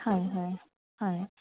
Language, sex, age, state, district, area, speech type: Assamese, female, 30-45, Assam, Kamrup Metropolitan, urban, conversation